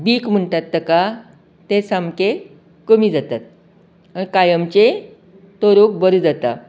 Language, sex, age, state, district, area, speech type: Goan Konkani, female, 60+, Goa, Canacona, rural, spontaneous